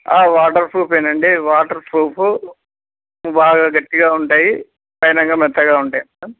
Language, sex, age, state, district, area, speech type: Telugu, male, 30-45, Telangana, Nagarkurnool, urban, conversation